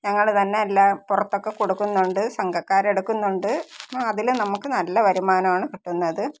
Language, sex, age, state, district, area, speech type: Malayalam, female, 45-60, Kerala, Thiruvananthapuram, rural, spontaneous